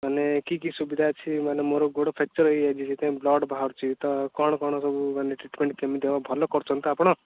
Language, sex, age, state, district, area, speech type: Odia, male, 18-30, Odisha, Ganjam, urban, conversation